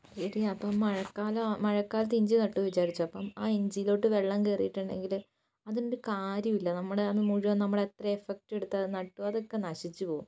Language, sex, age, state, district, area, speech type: Malayalam, female, 18-30, Kerala, Wayanad, rural, spontaneous